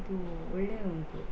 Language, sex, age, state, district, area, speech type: Kannada, female, 18-30, Karnataka, Shimoga, rural, spontaneous